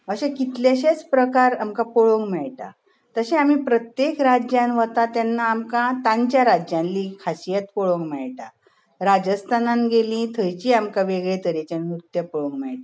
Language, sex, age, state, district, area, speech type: Goan Konkani, female, 45-60, Goa, Bardez, urban, spontaneous